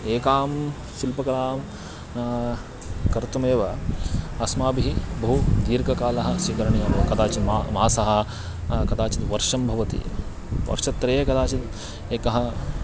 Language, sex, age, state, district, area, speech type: Sanskrit, male, 18-30, Karnataka, Uttara Kannada, rural, spontaneous